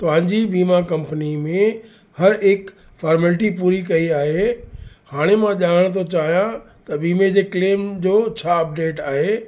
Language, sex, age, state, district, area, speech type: Sindhi, male, 60+, Uttar Pradesh, Lucknow, urban, spontaneous